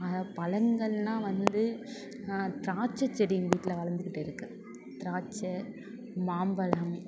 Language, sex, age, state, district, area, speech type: Tamil, female, 18-30, Tamil Nadu, Thanjavur, rural, spontaneous